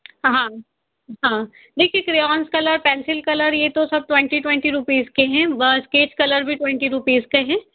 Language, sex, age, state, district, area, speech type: Hindi, female, 18-30, Madhya Pradesh, Indore, urban, conversation